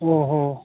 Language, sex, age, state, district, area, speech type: Manipuri, male, 45-60, Manipur, Imphal East, rural, conversation